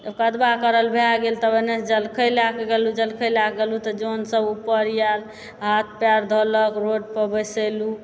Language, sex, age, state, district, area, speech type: Maithili, female, 30-45, Bihar, Supaul, urban, spontaneous